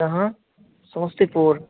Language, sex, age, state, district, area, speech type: Hindi, male, 30-45, Bihar, Samastipur, urban, conversation